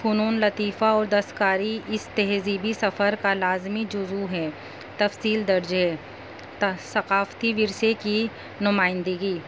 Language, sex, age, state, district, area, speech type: Urdu, female, 30-45, Delhi, North East Delhi, urban, spontaneous